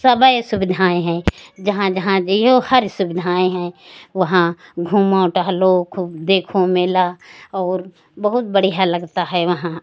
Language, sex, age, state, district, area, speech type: Hindi, female, 60+, Uttar Pradesh, Lucknow, rural, spontaneous